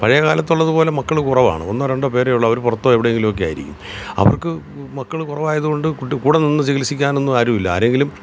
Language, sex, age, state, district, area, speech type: Malayalam, male, 45-60, Kerala, Kollam, rural, spontaneous